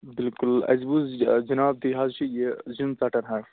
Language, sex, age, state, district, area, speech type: Kashmiri, male, 30-45, Jammu and Kashmir, Anantnag, rural, conversation